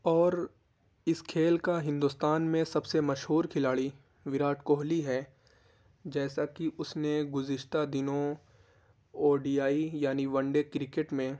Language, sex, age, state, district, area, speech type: Urdu, male, 18-30, Uttar Pradesh, Ghaziabad, urban, spontaneous